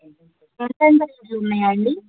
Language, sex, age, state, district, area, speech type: Telugu, female, 18-30, Andhra Pradesh, Bapatla, urban, conversation